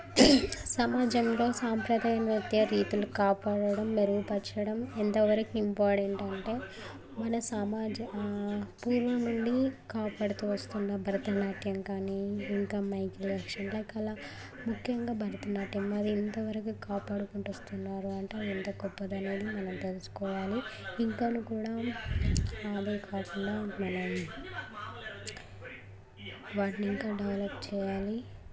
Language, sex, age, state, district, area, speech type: Telugu, female, 18-30, Telangana, Mancherial, rural, spontaneous